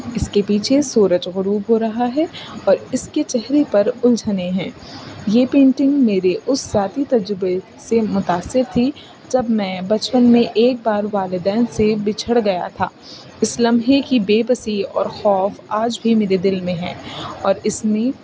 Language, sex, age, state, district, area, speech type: Urdu, female, 18-30, Uttar Pradesh, Rampur, urban, spontaneous